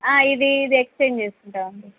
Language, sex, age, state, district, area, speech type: Telugu, female, 18-30, Andhra Pradesh, Sri Satya Sai, urban, conversation